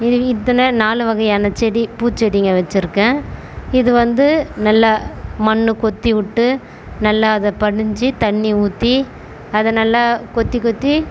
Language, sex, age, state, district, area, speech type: Tamil, female, 30-45, Tamil Nadu, Tiruvannamalai, urban, spontaneous